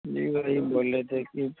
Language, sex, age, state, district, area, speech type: Urdu, male, 18-30, Bihar, Purnia, rural, conversation